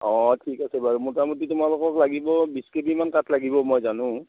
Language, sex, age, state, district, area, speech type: Assamese, male, 60+, Assam, Udalguri, rural, conversation